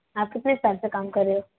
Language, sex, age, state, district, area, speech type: Hindi, female, 18-30, Rajasthan, Jodhpur, urban, conversation